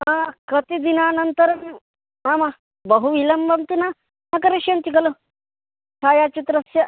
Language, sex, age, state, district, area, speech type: Sanskrit, male, 18-30, Karnataka, Uttara Kannada, rural, conversation